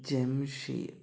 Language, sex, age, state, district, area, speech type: Malayalam, male, 30-45, Kerala, Palakkad, urban, spontaneous